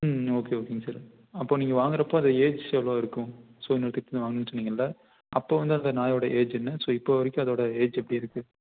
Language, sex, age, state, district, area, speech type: Tamil, male, 18-30, Tamil Nadu, Erode, rural, conversation